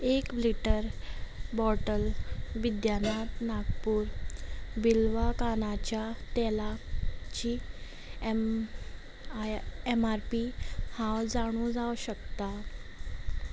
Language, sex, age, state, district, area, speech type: Goan Konkani, female, 18-30, Goa, Salcete, rural, read